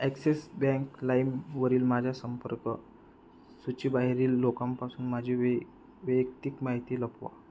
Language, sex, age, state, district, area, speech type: Marathi, male, 18-30, Maharashtra, Buldhana, urban, read